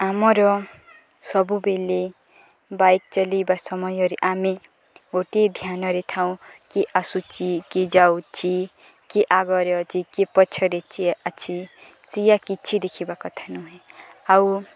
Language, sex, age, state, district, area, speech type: Odia, female, 18-30, Odisha, Nuapada, urban, spontaneous